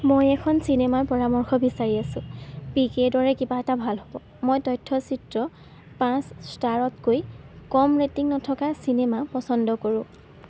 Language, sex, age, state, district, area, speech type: Assamese, female, 18-30, Assam, Golaghat, urban, read